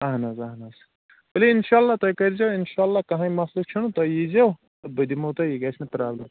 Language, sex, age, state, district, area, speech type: Kashmiri, male, 30-45, Jammu and Kashmir, Shopian, rural, conversation